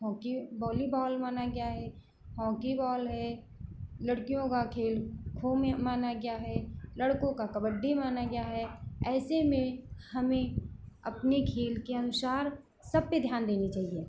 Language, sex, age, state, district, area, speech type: Hindi, female, 30-45, Uttar Pradesh, Lucknow, rural, spontaneous